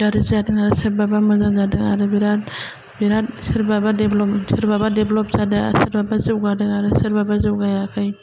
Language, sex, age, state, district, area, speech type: Bodo, female, 30-45, Assam, Chirang, urban, spontaneous